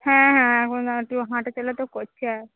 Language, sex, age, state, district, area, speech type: Bengali, female, 30-45, West Bengal, Dakshin Dinajpur, rural, conversation